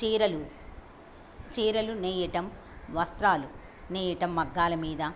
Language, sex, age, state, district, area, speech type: Telugu, female, 60+, Andhra Pradesh, Bapatla, urban, spontaneous